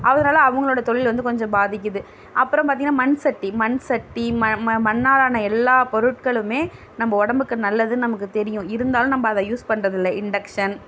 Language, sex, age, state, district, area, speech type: Tamil, female, 30-45, Tamil Nadu, Mayiladuthurai, rural, spontaneous